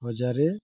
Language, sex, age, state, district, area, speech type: Odia, female, 30-45, Odisha, Balangir, urban, spontaneous